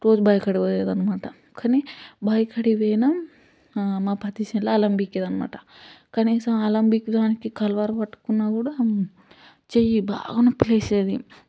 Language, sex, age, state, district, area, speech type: Telugu, female, 45-60, Telangana, Yadadri Bhuvanagiri, rural, spontaneous